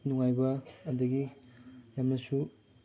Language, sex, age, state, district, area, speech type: Manipuri, male, 18-30, Manipur, Chandel, rural, spontaneous